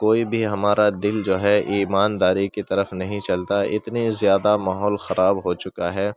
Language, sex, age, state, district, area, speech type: Urdu, male, 30-45, Uttar Pradesh, Ghaziabad, rural, spontaneous